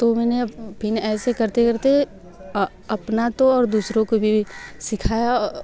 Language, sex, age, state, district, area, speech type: Hindi, female, 18-30, Uttar Pradesh, Varanasi, rural, spontaneous